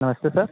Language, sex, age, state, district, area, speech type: Hindi, male, 18-30, Uttar Pradesh, Azamgarh, rural, conversation